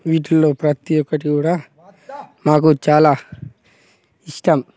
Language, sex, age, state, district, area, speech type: Telugu, male, 18-30, Telangana, Mancherial, rural, spontaneous